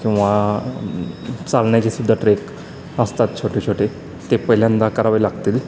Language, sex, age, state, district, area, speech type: Marathi, male, 30-45, Maharashtra, Sangli, urban, spontaneous